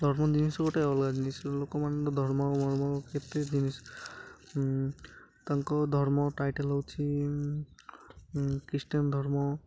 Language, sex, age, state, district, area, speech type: Odia, male, 18-30, Odisha, Malkangiri, urban, spontaneous